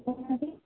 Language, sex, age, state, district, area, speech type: Odia, female, 60+, Odisha, Kandhamal, rural, conversation